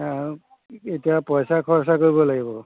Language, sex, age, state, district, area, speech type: Assamese, male, 45-60, Assam, Majuli, rural, conversation